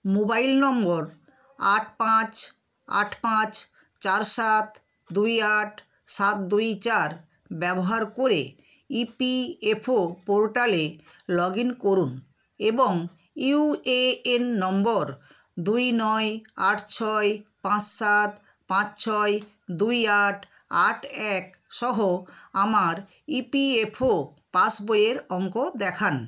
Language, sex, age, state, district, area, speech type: Bengali, female, 45-60, West Bengal, Nadia, rural, read